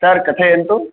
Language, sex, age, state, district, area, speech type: Sanskrit, male, 30-45, Telangana, Hyderabad, urban, conversation